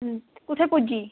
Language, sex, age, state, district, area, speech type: Dogri, female, 18-30, Jammu and Kashmir, Udhampur, rural, conversation